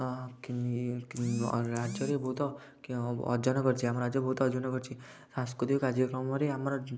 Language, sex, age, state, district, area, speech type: Odia, male, 18-30, Odisha, Kendujhar, urban, spontaneous